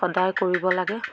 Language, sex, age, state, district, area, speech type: Assamese, female, 30-45, Assam, Lakhimpur, rural, spontaneous